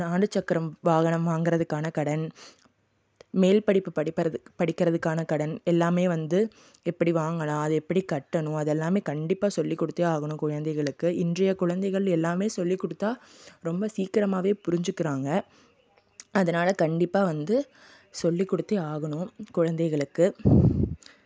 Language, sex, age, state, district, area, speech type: Tamil, female, 18-30, Tamil Nadu, Tiruppur, rural, spontaneous